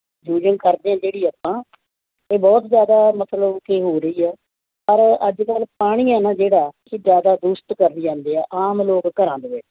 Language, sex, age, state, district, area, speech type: Punjabi, female, 45-60, Punjab, Muktsar, urban, conversation